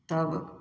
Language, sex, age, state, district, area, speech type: Maithili, female, 60+, Bihar, Samastipur, rural, spontaneous